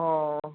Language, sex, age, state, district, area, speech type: Bodo, male, 18-30, Assam, Kokrajhar, rural, conversation